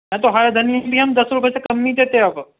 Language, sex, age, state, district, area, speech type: Urdu, male, 45-60, Uttar Pradesh, Gautam Buddha Nagar, urban, conversation